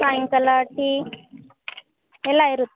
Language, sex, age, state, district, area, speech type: Kannada, female, 18-30, Karnataka, Bellary, rural, conversation